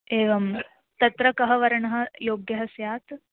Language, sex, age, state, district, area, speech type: Sanskrit, female, 18-30, Maharashtra, Washim, urban, conversation